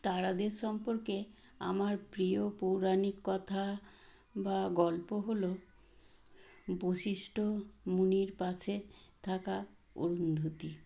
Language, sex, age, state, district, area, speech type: Bengali, female, 60+, West Bengal, Purba Medinipur, rural, spontaneous